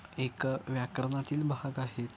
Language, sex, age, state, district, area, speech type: Marathi, male, 18-30, Maharashtra, Kolhapur, urban, spontaneous